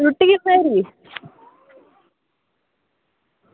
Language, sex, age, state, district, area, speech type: Dogri, female, 18-30, Jammu and Kashmir, Samba, rural, conversation